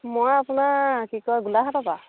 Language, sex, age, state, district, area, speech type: Assamese, female, 30-45, Assam, Sivasagar, rural, conversation